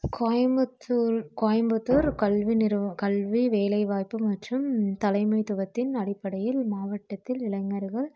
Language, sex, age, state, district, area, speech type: Tamil, female, 18-30, Tamil Nadu, Coimbatore, rural, spontaneous